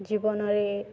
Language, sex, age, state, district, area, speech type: Odia, female, 18-30, Odisha, Balangir, urban, spontaneous